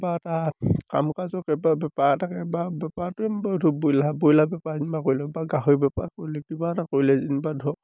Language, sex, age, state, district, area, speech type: Assamese, male, 18-30, Assam, Sivasagar, rural, spontaneous